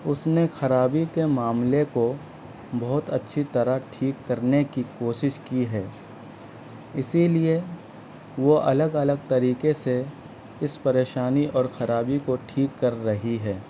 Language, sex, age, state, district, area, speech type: Urdu, male, 18-30, Delhi, South Delhi, urban, spontaneous